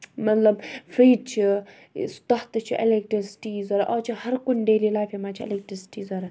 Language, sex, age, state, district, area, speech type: Kashmiri, female, 30-45, Jammu and Kashmir, Budgam, rural, spontaneous